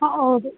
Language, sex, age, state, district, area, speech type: Kannada, female, 30-45, Karnataka, Bellary, rural, conversation